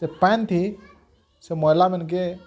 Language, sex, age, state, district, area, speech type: Odia, male, 45-60, Odisha, Bargarh, rural, spontaneous